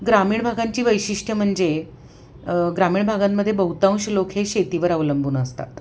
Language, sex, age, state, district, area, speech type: Marathi, female, 45-60, Maharashtra, Pune, urban, spontaneous